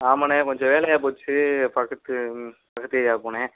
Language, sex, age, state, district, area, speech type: Tamil, male, 18-30, Tamil Nadu, Pudukkottai, rural, conversation